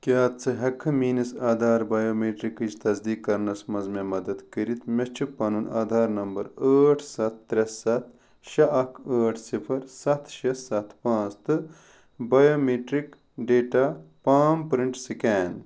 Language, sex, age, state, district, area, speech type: Kashmiri, male, 30-45, Jammu and Kashmir, Ganderbal, rural, read